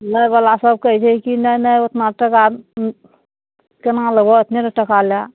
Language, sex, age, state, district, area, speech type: Maithili, female, 60+, Bihar, Araria, rural, conversation